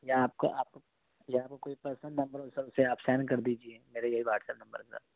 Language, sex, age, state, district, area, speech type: Urdu, male, 18-30, Uttar Pradesh, Ghaziabad, urban, conversation